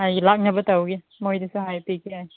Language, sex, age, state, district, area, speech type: Manipuri, female, 18-30, Manipur, Chandel, rural, conversation